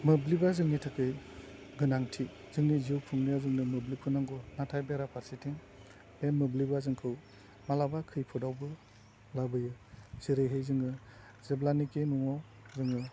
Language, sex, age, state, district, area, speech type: Bodo, male, 30-45, Assam, Udalguri, urban, spontaneous